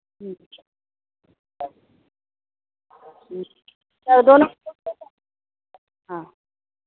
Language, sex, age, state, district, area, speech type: Hindi, female, 30-45, Bihar, Begusarai, rural, conversation